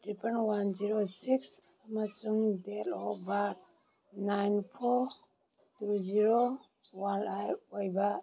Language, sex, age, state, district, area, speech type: Manipuri, female, 45-60, Manipur, Kangpokpi, urban, read